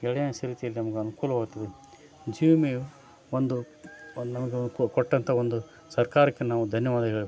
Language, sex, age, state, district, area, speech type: Kannada, male, 30-45, Karnataka, Koppal, rural, spontaneous